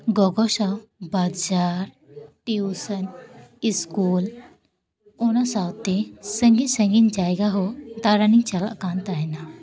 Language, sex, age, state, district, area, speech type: Santali, female, 18-30, West Bengal, Paschim Bardhaman, rural, spontaneous